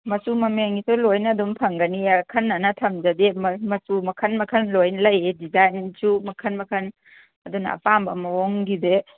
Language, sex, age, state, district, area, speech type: Manipuri, female, 45-60, Manipur, Kangpokpi, urban, conversation